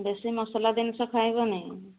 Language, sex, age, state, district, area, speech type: Odia, female, 45-60, Odisha, Angul, rural, conversation